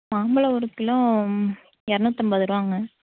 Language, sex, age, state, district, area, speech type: Tamil, female, 30-45, Tamil Nadu, Coimbatore, rural, conversation